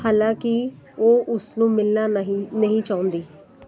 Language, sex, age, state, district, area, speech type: Punjabi, female, 45-60, Punjab, Jalandhar, urban, read